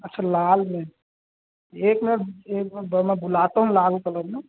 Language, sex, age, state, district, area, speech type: Hindi, male, 18-30, Madhya Pradesh, Balaghat, rural, conversation